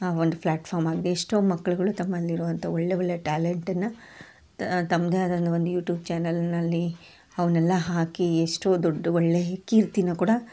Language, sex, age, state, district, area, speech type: Kannada, female, 45-60, Karnataka, Koppal, urban, spontaneous